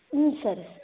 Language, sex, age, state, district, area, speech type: Telugu, female, 18-30, Andhra Pradesh, Chittoor, rural, conversation